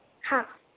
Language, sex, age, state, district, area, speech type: Marathi, female, 18-30, Maharashtra, Kolhapur, urban, conversation